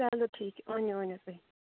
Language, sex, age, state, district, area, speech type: Kashmiri, female, 18-30, Jammu and Kashmir, Kupwara, rural, conversation